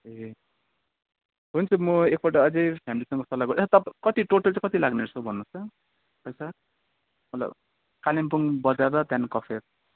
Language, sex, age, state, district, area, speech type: Nepali, male, 30-45, West Bengal, Kalimpong, rural, conversation